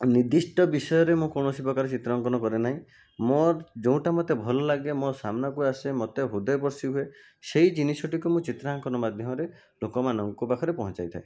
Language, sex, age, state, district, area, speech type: Odia, male, 60+, Odisha, Jajpur, rural, spontaneous